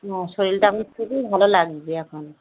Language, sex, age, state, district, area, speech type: Bengali, female, 45-60, West Bengal, Dakshin Dinajpur, rural, conversation